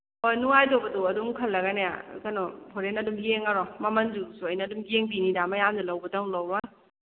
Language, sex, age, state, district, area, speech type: Manipuri, female, 18-30, Manipur, Kakching, rural, conversation